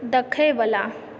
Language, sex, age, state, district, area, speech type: Maithili, female, 18-30, Bihar, Supaul, rural, read